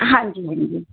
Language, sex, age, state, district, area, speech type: Sindhi, female, 60+, Uttar Pradesh, Lucknow, rural, conversation